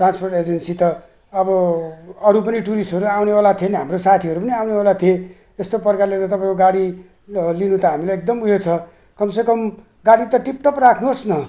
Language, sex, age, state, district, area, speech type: Nepali, male, 60+, West Bengal, Jalpaiguri, rural, spontaneous